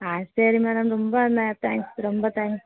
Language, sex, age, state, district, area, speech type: Tamil, female, 30-45, Tamil Nadu, Thoothukudi, urban, conversation